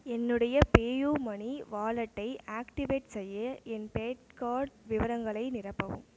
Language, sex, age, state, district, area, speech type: Tamil, female, 18-30, Tamil Nadu, Mayiladuthurai, urban, read